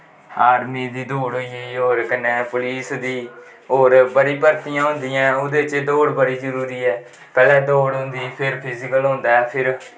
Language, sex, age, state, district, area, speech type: Dogri, male, 18-30, Jammu and Kashmir, Kathua, rural, spontaneous